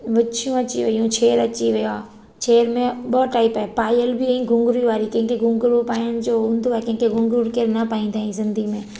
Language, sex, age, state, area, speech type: Sindhi, female, 30-45, Gujarat, urban, spontaneous